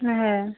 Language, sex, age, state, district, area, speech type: Bengali, female, 18-30, West Bengal, Howrah, urban, conversation